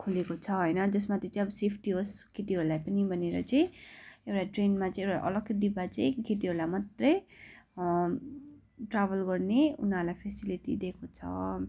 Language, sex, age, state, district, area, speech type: Nepali, female, 18-30, West Bengal, Kalimpong, rural, spontaneous